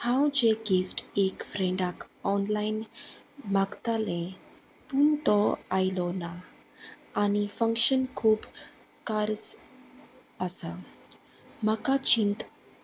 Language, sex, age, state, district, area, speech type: Goan Konkani, female, 30-45, Goa, Salcete, rural, spontaneous